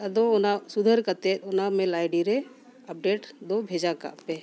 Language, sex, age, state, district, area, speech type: Santali, female, 45-60, Jharkhand, Bokaro, rural, spontaneous